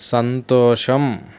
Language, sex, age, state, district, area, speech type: Telugu, male, 60+, Andhra Pradesh, East Godavari, urban, read